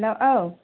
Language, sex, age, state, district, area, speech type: Bodo, female, 30-45, Assam, Kokrajhar, rural, conversation